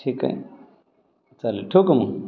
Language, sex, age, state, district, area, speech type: Marathi, male, 30-45, Maharashtra, Pune, urban, spontaneous